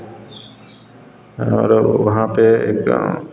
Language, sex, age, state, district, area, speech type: Hindi, male, 45-60, Uttar Pradesh, Varanasi, rural, spontaneous